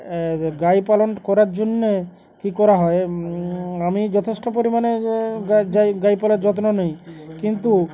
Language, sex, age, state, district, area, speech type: Bengali, male, 45-60, West Bengal, Uttar Dinajpur, urban, spontaneous